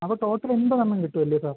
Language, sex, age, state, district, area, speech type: Malayalam, male, 18-30, Kerala, Thiruvananthapuram, rural, conversation